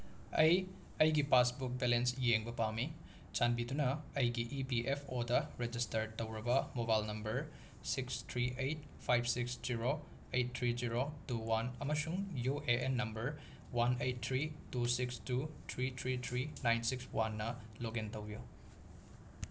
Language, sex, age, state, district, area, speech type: Manipuri, male, 30-45, Manipur, Imphal West, urban, read